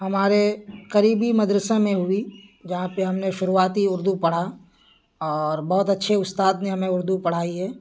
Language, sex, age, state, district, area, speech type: Urdu, male, 18-30, Bihar, Purnia, rural, spontaneous